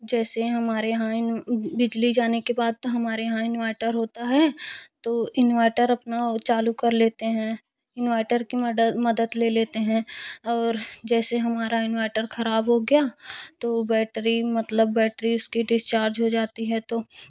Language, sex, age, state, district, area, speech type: Hindi, female, 18-30, Uttar Pradesh, Jaunpur, urban, spontaneous